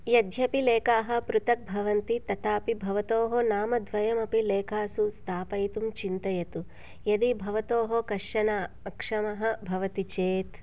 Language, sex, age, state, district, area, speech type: Sanskrit, female, 30-45, Telangana, Hyderabad, rural, read